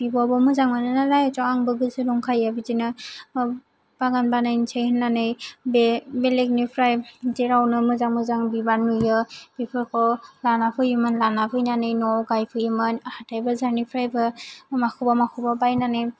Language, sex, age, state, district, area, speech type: Bodo, female, 18-30, Assam, Kokrajhar, rural, spontaneous